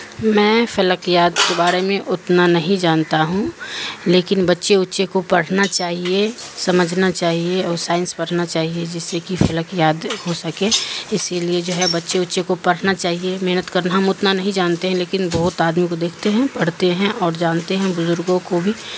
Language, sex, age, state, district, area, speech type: Urdu, female, 45-60, Bihar, Darbhanga, rural, spontaneous